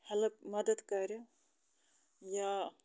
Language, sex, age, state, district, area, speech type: Kashmiri, female, 45-60, Jammu and Kashmir, Budgam, rural, spontaneous